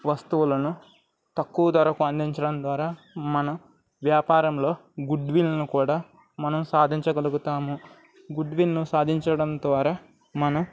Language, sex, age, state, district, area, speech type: Telugu, male, 30-45, Andhra Pradesh, Anakapalli, rural, spontaneous